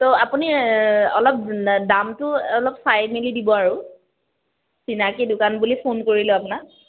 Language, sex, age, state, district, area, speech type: Assamese, female, 18-30, Assam, Kamrup Metropolitan, urban, conversation